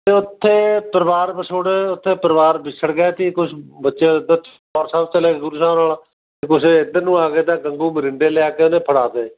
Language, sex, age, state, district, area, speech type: Punjabi, male, 45-60, Punjab, Fatehgarh Sahib, rural, conversation